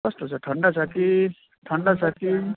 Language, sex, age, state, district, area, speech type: Nepali, male, 30-45, West Bengal, Jalpaiguri, urban, conversation